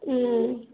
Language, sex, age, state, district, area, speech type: Tamil, female, 30-45, Tamil Nadu, Salem, rural, conversation